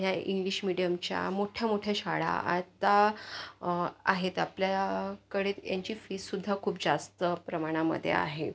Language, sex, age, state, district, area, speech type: Marathi, female, 30-45, Maharashtra, Yavatmal, urban, spontaneous